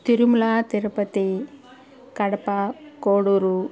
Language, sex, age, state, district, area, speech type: Telugu, female, 30-45, Andhra Pradesh, Kadapa, rural, spontaneous